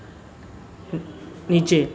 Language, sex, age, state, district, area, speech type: Hindi, male, 18-30, Uttar Pradesh, Azamgarh, rural, read